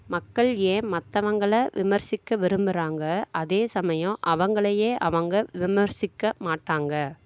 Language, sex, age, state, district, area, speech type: Tamil, female, 45-60, Tamil Nadu, Mayiladuthurai, urban, read